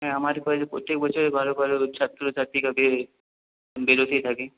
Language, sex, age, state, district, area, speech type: Bengali, male, 18-30, West Bengal, Purulia, urban, conversation